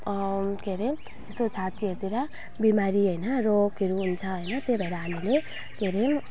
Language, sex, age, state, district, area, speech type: Nepali, female, 18-30, West Bengal, Alipurduar, rural, spontaneous